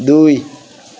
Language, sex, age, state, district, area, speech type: Odia, male, 18-30, Odisha, Jagatsinghpur, rural, read